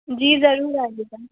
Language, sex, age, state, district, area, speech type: Hindi, female, 30-45, Madhya Pradesh, Balaghat, rural, conversation